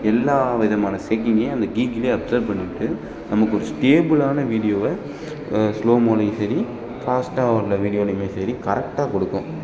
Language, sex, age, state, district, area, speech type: Tamil, male, 18-30, Tamil Nadu, Perambalur, rural, spontaneous